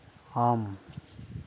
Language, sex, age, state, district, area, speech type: Tamil, male, 30-45, Tamil Nadu, Dharmapuri, rural, read